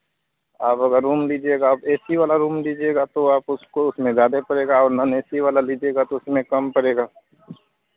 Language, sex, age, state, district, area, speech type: Hindi, male, 30-45, Bihar, Madhepura, rural, conversation